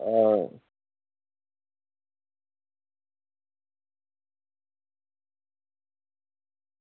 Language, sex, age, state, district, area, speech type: Dogri, male, 30-45, Jammu and Kashmir, Udhampur, rural, conversation